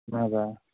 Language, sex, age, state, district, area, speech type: Kashmiri, male, 18-30, Jammu and Kashmir, Shopian, rural, conversation